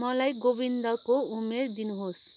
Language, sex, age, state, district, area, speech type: Nepali, female, 30-45, West Bengal, Kalimpong, rural, read